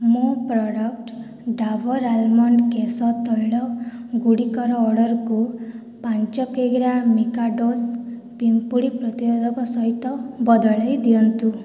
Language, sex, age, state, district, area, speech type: Odia, female, 45-60, Odisha, Boudh, rural, read